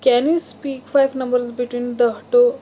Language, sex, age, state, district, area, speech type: Kashmiri, female, 30-45, Jammu and Kashmir, Bandipora, rural, spontaneous